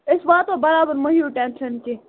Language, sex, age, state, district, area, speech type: Kashmiri, female, 45-60, Jammu and Kashmir, Bandipora, urban, conversation